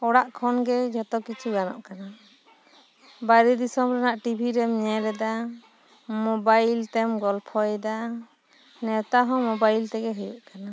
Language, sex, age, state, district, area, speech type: Santali, female, 30-45, West Bengal, Bankura, rural, spontaneous